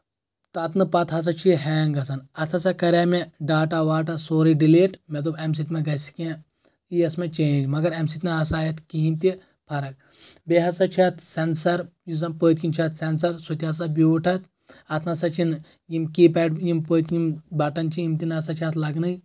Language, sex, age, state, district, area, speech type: Kashmiri, male, 18-30, Jammu and Kashmir, Anantnag, rural, spontaneous